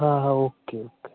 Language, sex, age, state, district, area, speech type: Marathi, male, 30-45, Maharashtra, Hingoli, rural, conversation